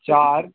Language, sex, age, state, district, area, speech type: Sindhi, male, 30-45, Rajasthan, Ajmer, urban, conversation